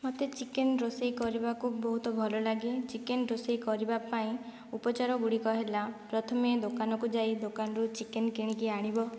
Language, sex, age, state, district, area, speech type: Odia, female, 45-60, Odisha, Kandhamal, rural, spontaneous